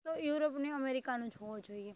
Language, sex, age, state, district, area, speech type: Gujarati, female, 18-30, Gujarat, Rajkot, rural, spontaneous